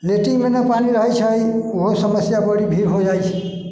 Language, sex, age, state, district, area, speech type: Maithili, male, 45-60, Bihar, Sitamarhi, rural, spontaneous